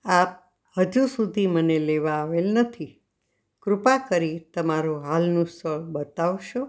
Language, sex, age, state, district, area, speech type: Gujarati, female, 60+, Gujarat, Anand, urban, spontaneous